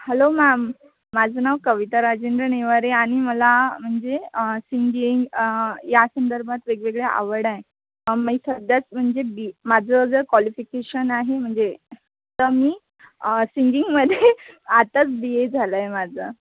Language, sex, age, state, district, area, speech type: Marathi, female, 18-30, Maharashtra, Amravati, rural, conversation